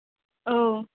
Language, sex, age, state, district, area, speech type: Bodo, female, 18-30, Assam, Kokrajhar, rural, conversation